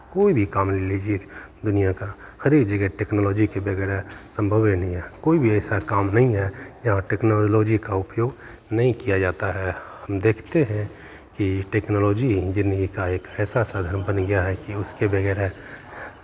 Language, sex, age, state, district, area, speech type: Hindi, male, 45-60, Bihar, Begusarai, urban, spontaneous